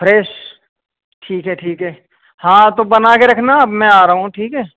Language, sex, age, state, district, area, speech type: Urdu, male, 45-60, Uttar Pradesh, Muzaffarnagar, rural, conversation